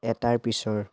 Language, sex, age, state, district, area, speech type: Assamese, male, 18-30, Assam, Charaideo, urban, read